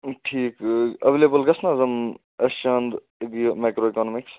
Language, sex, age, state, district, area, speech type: Kashmiri, male, 30-45, Jammu and Kashmir, Kupwara, urban, conversation